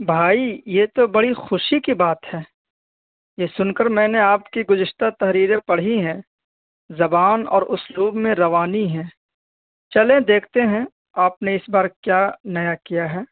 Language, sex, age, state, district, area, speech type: Urdu, male, 18-30, Delhi, North East Delhi, rural, conversation